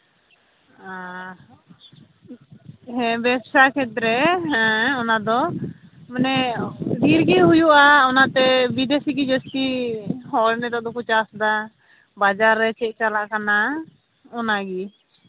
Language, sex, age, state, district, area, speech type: Santali, female, 18-30, West Bengal, Malda, rural, conversation